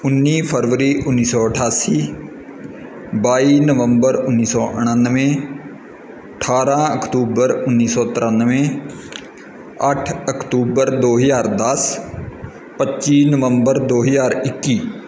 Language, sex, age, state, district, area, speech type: Punjabi, male, 30-45, Punjab, Kapurthala, rural, spontaneous